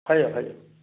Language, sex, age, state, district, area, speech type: Manipuri, male, 60+, Manipur, Churachandpur, urban, conversation